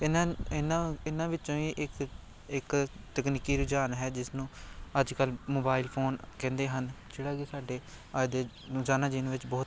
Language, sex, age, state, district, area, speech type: Punjabi, male, 18-30, Punjab, Amritsar, urban, spontaneous